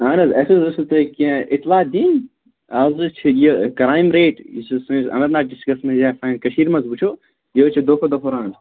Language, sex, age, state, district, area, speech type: Kashmiri, male, 18-30, Jammu and Kashmir, Anantnag, rural, conversation